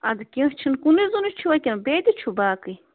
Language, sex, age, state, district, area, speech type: Kashmiri, female, 30-45, Jammu and Kashmir, Bandipora, rural, conversation